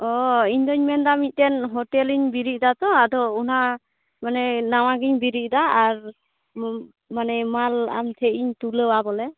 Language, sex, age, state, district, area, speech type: Santali, female, 18-30, West Bengal, Malda, rural, conversation